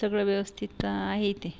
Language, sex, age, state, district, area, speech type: Marathi, female, 45-60, Maharashtra, Buldhana, rural, spontaneous